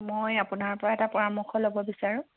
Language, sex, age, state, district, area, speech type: Assamese, female, 45-60, Assam, Charaideo, urban, conversation